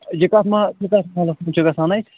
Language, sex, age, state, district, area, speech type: Kashmiri, male, 45-60, Jammu and Kashmir, Srinagar, urban, conversation